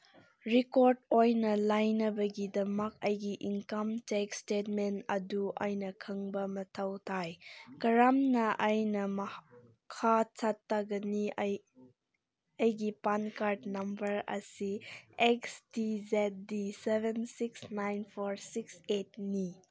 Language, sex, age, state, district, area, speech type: Manipuri, female, 18-30, Manipur, Senapati, urban, read